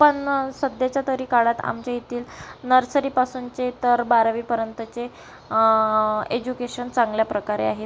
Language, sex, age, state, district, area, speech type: Marathi, female, 18-30, Maharashtra, Amravati, rural, spontaneous